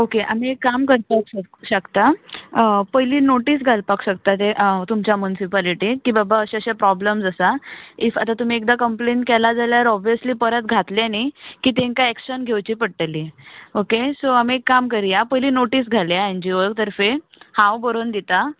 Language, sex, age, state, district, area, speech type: Goan Konkani, female, 18-30, Goa, Tiswadi, rural, conversation